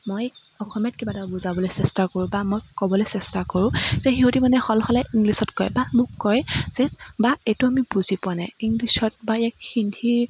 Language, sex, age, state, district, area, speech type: Assamese, female, 18-30, Assam, Dibrugarh, rural, spontaneous